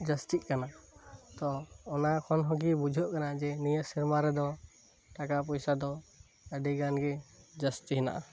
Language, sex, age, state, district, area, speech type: Santali, male, 18-30, West Bengal, Birbhum, rural, spontaneous